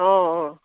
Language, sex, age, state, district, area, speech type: Assamese, female, 60+, Assam, Dibrugarh, rural, conversation